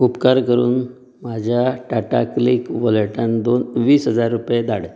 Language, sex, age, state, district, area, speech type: Goan Konkani, male, 30-45, Goa, Canacona, rural, read